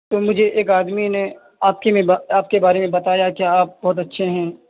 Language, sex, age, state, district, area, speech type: Urdu, male, 18-30, Bihar, Purnia, rural, conversation